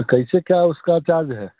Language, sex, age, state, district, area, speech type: Hindi, male, 30-45, Bihar, Muzaffarpur, rural, conversation